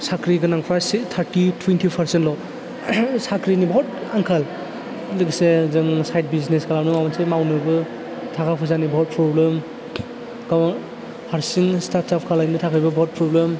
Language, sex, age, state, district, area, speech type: Bodo, male, 18-30, Assam, Chirang, urban, spontaneous